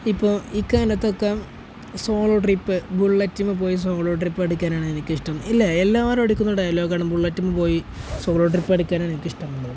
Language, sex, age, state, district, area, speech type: Malayalam, male, 18-30, Kerala, Malappuram, rural, spontaneous